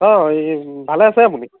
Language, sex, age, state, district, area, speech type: Assamese, male, 30-45, Assam, Dhemaji, rural, conversation